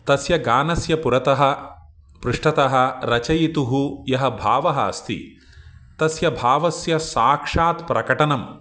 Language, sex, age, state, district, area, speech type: Sanskrit, male, 45-60, Telangana, Ranga Reddy, urban, spontaneous